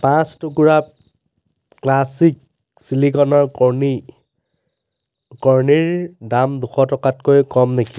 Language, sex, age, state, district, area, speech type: Assamese, male, 30-45, Assam, Biswanath, rural, read